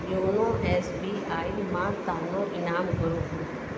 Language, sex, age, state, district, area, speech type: Sindhi, female, 45-60, Uttar Pradesh, Lucknow, rural, read